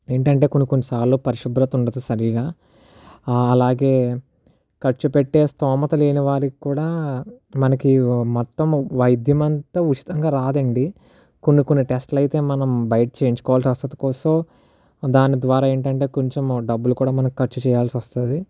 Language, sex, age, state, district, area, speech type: Telugu, male, 18-30, Andhra Pradesh, Kakinada, urban, spontaneous